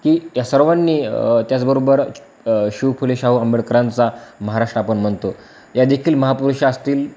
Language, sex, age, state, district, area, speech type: Marathi, male, 18-30, Maharashtra, Beed, rural, spontaneous